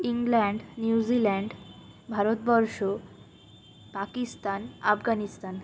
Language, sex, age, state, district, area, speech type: Bengali, female, 60+, West Bengal, Purulia, urban, spontaneous